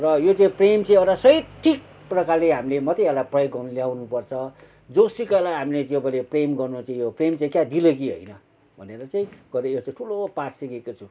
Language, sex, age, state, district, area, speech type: Nepali, male, 60+, West Bengal, Kalimpong, rural, spontaneous